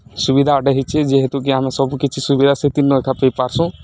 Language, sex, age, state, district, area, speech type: Odia, male, 18-30, Odisha, Nuapada, rural, spontaneous